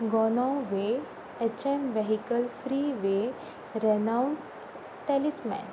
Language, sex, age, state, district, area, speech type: Goan Konkani, female, 30-45, Goa, Pernem, rural, spontaneous